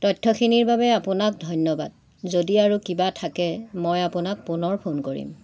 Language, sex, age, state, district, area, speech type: Assamese, female, 60+, Assam, Golaghat, rural, read